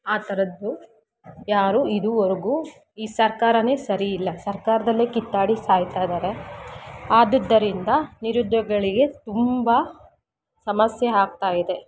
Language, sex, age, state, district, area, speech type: Kannada, female, 18-30, Karnataka, Kolar, rural, spontaneous